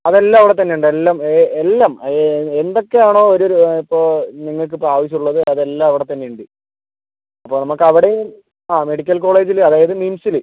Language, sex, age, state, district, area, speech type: Malayalam, female, 30-45, Kerala, Kozhikode, urban, conversation